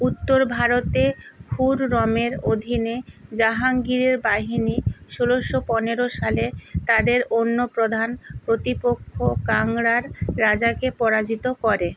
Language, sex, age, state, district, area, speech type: Bengali, female, 45-60, West Bengal, Nadia, rural, read